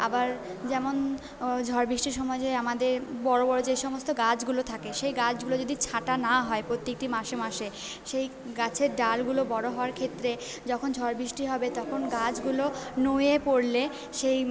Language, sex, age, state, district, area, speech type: Bengali, female, 18-30, West Bengal, Purba Bardhaman, urban, spontaneous